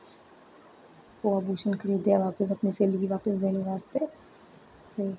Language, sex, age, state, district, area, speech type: Dogri, female, 18-30, Jammu and Kashmir, Jammu, urban, spontaneous